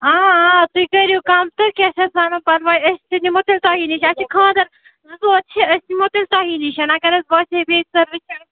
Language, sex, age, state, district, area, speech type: Kashmiri, female, 18-30, Jammu and Kashmir, Srinagar, urban, conversation